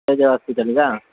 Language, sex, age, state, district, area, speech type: Kannada, male, 30-45, Karnataka, Dakshina Kannada, rural, conversation